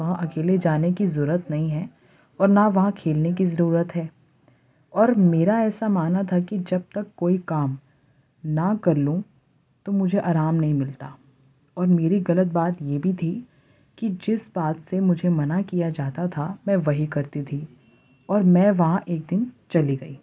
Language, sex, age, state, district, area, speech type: Urdu, female, 18-30, Uttar Pradesh, Ghaziabad, urban, spontaneous